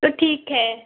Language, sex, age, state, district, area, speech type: Hindi, female, 18-30, Uttar Pradesh, Prayagraj, urban, conversation